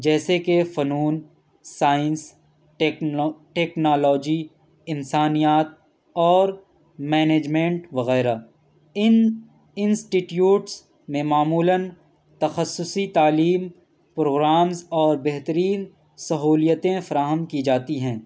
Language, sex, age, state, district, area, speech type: Urdu, male, 18-30, Delhi, East Delhi, urban, spontaneous